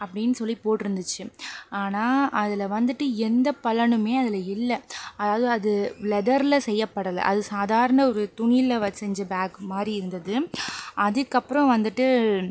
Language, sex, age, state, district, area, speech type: Tamil, female, 45-60, Tamil Nadu, Pudukkottai, rural, spontaneous